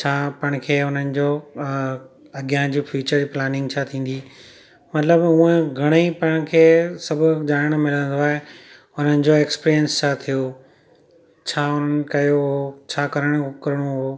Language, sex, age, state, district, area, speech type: Sindhi, male, 30-45, Gujarat, Surat, urban, spontaneous